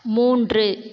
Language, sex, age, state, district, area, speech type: Tamil, male, 30-45, Tamil Nadu, Cuddalore, rural, read